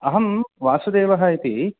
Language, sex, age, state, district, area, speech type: Sanskrit, male, 30-45, Karnataka, Udupi, urban, conversation